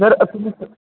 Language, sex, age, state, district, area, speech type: Marathi, male, 18-30, Maharashtra, Ahmednagar, rural, conversation